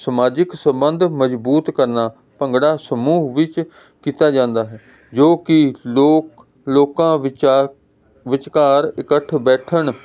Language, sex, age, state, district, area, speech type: Punjabi, male, 45-60, Punjab, Hoshiarpur, urban, spontaneous